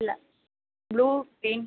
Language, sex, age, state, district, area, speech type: Tamil, female, 30-45, Tamil Nadu, Ariyalur, rural, conversation